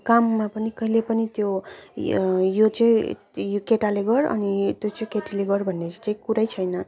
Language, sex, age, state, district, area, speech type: Nepali, female, 18-30, West Bengal, Darjeeling, rural, spontaneous